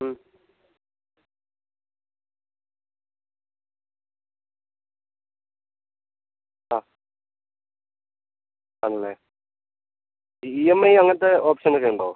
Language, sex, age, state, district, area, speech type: Malayalam, male, 18-30, Kerala, Wayanad, rural, conversation